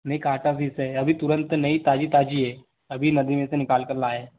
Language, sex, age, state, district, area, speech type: Hindi, male, 18-30, Madhya Pradesh, Betul, rural, conversation